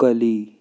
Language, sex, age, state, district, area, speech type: Kannada, male, 30-45, Karnataka, Bidar, rural, read